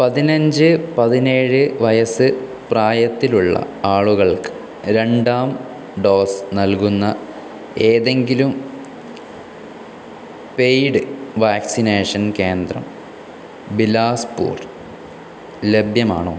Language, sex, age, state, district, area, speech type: Malayalam, male, 18-30, Kerala, Kannur, rural, read